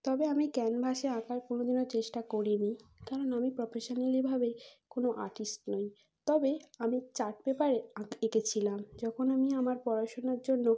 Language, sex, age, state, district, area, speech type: Bengali, female, 18-30, West Bengal, North 24 Parganas, urban, spontaneous